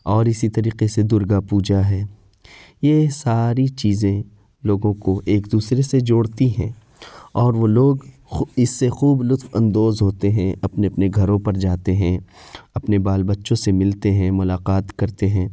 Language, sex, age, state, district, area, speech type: Urdu, male, 30-45, Uttar Pradesh, Lucknow, rural, spontaneous